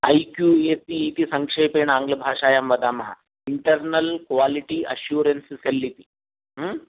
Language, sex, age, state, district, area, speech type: Sanskrit, male, 30-45, Telangana, Hyderabad, urban, conversation